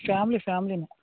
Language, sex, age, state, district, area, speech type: Kannada, male, 30-45, Karnataka, Raichur, rural, conversation